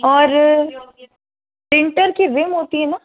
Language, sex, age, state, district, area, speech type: Hindi, female, 18-30, Rajasthan, Jodhpur, urban, conversation